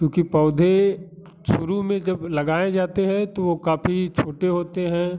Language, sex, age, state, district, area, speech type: Hindi, male, 30-45, Uttar Pradesh, Bhadohi, urban, spontaneous